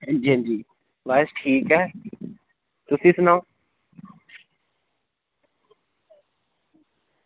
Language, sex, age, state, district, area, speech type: Dogri, male, 30-45, Jammu and Kashmir, Udhampur, rural, conversation